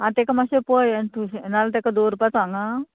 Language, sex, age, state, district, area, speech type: Goan Konkani, female, 45-60, Goa, Murmgao, rural, conversation